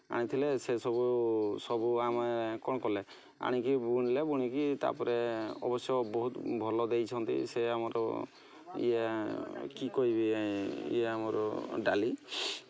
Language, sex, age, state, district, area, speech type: Odia, male, 30-45, Odisha, Mayurbhanj, rural, spontaneous